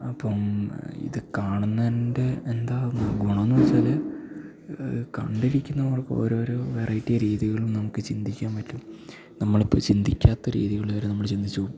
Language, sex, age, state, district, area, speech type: Malayalam, male, 18-30, Kerala, Idukki, rural, spontaneous